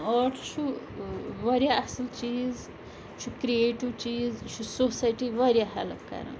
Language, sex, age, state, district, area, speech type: Kashmiri, female, 45-60, Jammu and Kashmir, Srinagar, rural, spontaneous